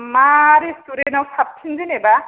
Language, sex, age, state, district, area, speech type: Bodo, female, 30-45, Assam, Chirang, urban, conversation